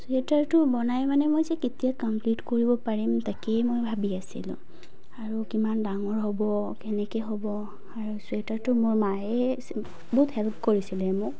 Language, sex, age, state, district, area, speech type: Assamese, female, 18-30, Assam, Udalguri, urban, spontaneous